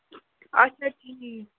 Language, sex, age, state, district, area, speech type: Kashmiri, female, 30-45, Jammu and Kashmir, Srinagar, urban, conversation